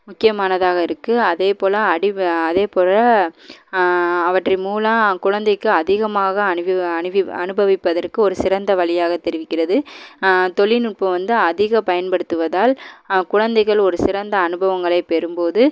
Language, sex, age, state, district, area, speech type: Tamil, female, 18-30, Tamil Nadu, Madurai, urban, spontaneous